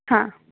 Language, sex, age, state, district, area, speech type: Kannada, female, 18-30, Karnataka, Tumkur, rural, conversation